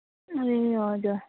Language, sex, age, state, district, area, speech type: Nepali, female, 18-30, West Bengal, Kalimpong, rural, conversation